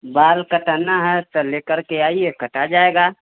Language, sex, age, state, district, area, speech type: Maithili, male, 45-60, Bihar, Sitamarhi, rural, conversation